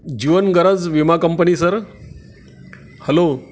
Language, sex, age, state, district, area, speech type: Marathi, male, 60+, Maharashtra, Palghar, rural, spontaneous